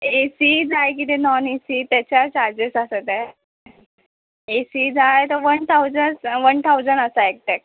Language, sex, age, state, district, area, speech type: Goan Konkani, female, 18-30, Goa, Murmgao, urban, conversation